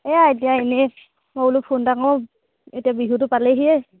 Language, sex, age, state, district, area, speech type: Assamese, female, 18-30, Assam, Sivasagar, rural, conversation